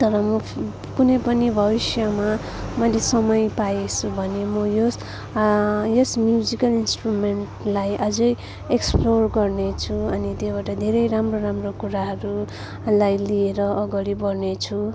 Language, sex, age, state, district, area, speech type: Nepali, female, 30-45, West Bengal, Darjeeling, rural, spontaneous